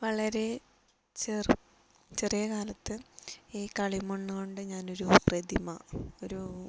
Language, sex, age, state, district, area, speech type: Malayalam, female, 18-30, Kerala, Wayanad, rural, spontaneous